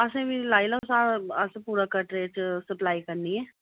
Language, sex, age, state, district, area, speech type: Dogri, female, 30-45, Jammu and Kashmir, Reasi, urban, conversation